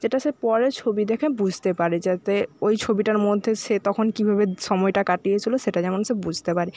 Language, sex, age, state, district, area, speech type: Bengali, female, 30-45, West Bengal, Jhargram, rural, spontaneous